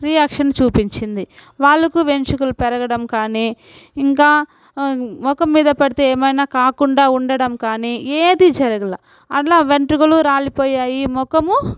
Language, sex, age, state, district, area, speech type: Telugu, female, 45-60, Andhra Pradesh, Sri Balaji, urban, spontaneous